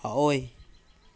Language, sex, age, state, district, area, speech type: Manipuri, male, 18-30, Manipur, Kakching, rural, read